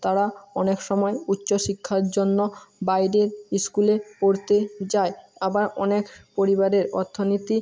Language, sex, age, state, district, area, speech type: Bengali, male, 18-30, West Bengal, Jhargram, rural, spontaneous